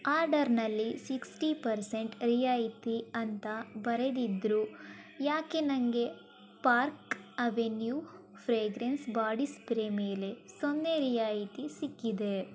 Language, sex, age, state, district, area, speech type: Kannada, female, 45-60, Karnataka, Chikkaballapur, rural, read